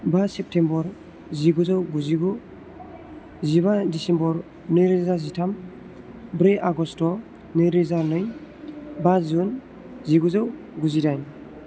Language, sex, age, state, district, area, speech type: Bodo, male, 18-30, Assam, Chirang, urban, spontaneous